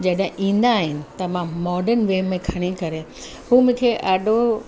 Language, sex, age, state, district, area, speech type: Sindhi, female, 45-60, Uttar Pradesh, Lucknow, urban, spontaneous